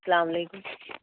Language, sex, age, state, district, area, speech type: Urdu, female, 30-45, Delhi, East Delhi, urban, conversation